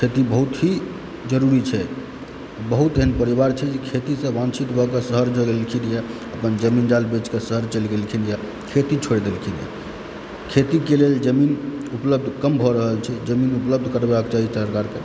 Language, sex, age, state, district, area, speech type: Maithili, male, 18-30, Bihar, Supaul, rural, spontaneous